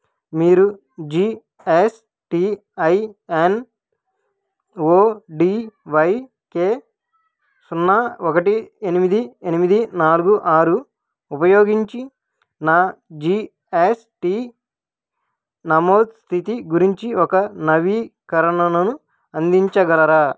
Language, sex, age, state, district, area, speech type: Telugu, male, 18-30, Andhra Pradesh, Krishna, urban, read